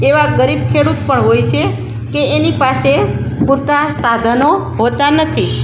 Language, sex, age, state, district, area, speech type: Gujarati, female, 45-60, Gujarat, Rajkot, rural, spontaneous